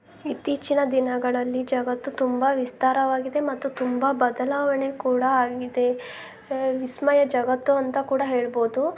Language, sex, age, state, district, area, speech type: Kannada, female, 30-45, Karnataka, Chitradurga, rural, spontaneous